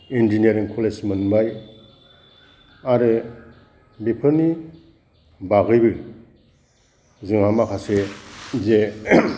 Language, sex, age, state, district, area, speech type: Bodo, male, 60+, Assam, Kokrajhar, rural, spontaneous